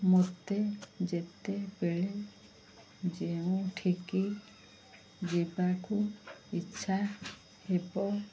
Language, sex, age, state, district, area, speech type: Odia, female, 45-60, Odisha, Koraput, urban, spontaneous